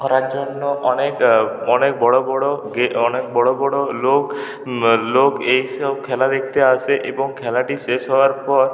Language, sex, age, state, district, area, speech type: Bengali, male, 18-30, West Bengal, Purulia, urban, spontaneous